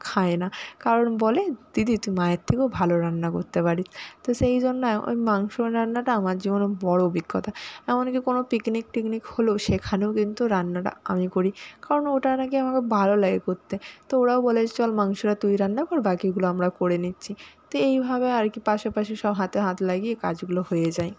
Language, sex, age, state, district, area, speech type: Bengali, female, 45-60, West Bengal, Nadia, urban, spontaneous